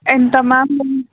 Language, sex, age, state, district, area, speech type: Telugu, female, 18-30, Telangana, Nagarkurnool, urban, conversation